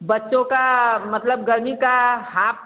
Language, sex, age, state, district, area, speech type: Hindi, female, 60+, Uttar Pradesh, Varanasi, rural, conversation